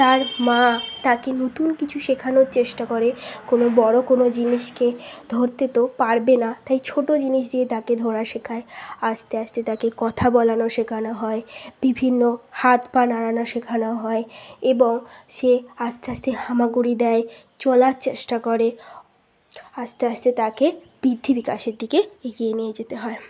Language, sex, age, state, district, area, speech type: Bengali, female, 18-30, West Bengal, Bankura, urban, spontaneous